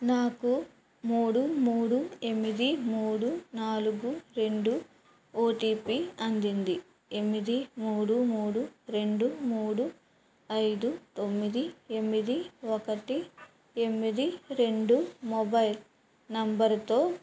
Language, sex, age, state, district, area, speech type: Telugu, female, 30-45, Andhra Pradesh, West Godavari, rural, read